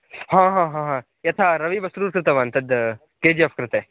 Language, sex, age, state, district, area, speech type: Sanskrit, male, 18-30, Karnataka, Dakshina Kannada, rural, conversation